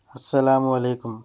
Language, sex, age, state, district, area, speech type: Urdu, male, 30-45, Telangana, Hyderabad, urban, spontaneous